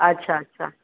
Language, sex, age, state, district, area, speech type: Sindhi, female, 30-45, Maharashtra, Mumbai Suburban, urban, conversation